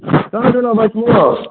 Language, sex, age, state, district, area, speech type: Maithili, male, 18-30, Bihar, Darbhanga, rural, conversation